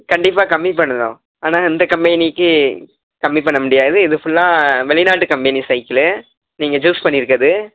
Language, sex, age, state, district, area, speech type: Tamil, male, 18-30, Tamil Nadu, Perambalur, urban, conversation